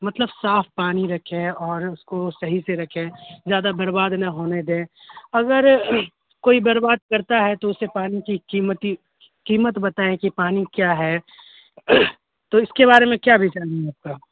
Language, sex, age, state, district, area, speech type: Urdu, male, 18-30, Bihar, Khagaria, rural, conversation